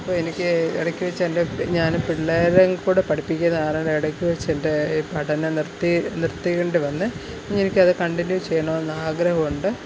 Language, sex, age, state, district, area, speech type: Malayalam, female, 45-60, Kerala, Alappuzha, rural, spontaneous